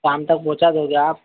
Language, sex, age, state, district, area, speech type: Hindi, male, 30-45, Madhya Pradesh, Harda, urban, conversation